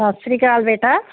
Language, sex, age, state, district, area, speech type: Punjabi, female, 45-60, Punjab, Firozpur, rural, conversation